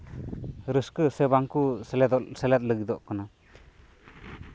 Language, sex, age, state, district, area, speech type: Santali, male, 30-45, West Bengal, Birbhum, rural, spontaneous